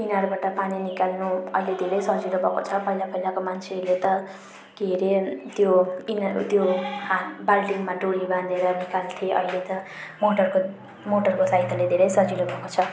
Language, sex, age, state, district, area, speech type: Nepali, female, 30-45, West Bengal, Jalpaiguri, urban, spontaneous